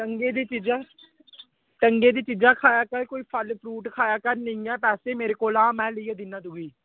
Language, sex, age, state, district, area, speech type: Dogri, male, 18-30, Jammu and Kashmir, Samba, rural, conversation